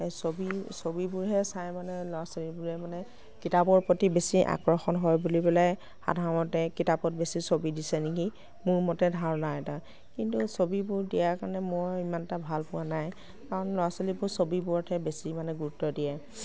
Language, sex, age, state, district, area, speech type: Assamese, female, 30-45, Assam, Nagaon, rural, spontaneous